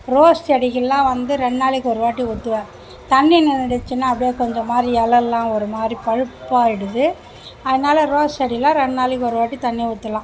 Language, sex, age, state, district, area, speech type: Tamil, female, 60+, Tamil Nadu, Mayiladuthurai, rural, spontaneous